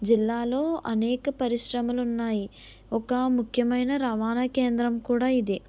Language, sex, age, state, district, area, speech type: Telugu, female, 18-30, Andhra Pradesh, Kakinada, rural, spontaneous